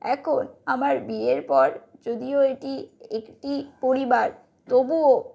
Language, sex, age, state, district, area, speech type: Bengali, female, 60+, West Bengal, Purulia, urban, spontaneous